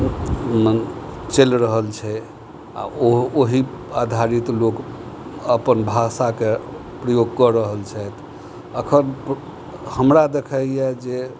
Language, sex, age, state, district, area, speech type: Maithili, male, 60+, Bihar, Madhubani, rural, spontaneous